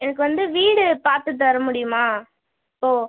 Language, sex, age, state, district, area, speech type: Tamil, female, 18-30, Tamil Nadu, Tiruchirappalli, urban, conversation